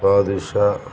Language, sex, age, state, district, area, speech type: Telugu, male, 30-45, Andhra Pradesh, Bapatla, rural, spontaneous